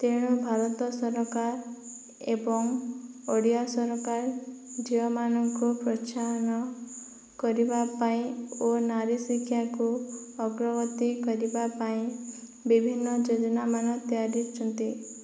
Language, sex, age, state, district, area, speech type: Odia, female, 30-45, Odisha, Boudh, rural, spontaneous